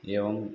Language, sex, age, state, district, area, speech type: Sanskrit, male, 30-45, Tamil Nadu, Chennai, urban, spontaneous